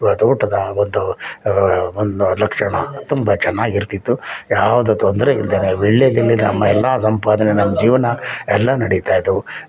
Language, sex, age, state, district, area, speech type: Kannada, male, 60+, Karnataka, Mysore, urban, spontaneous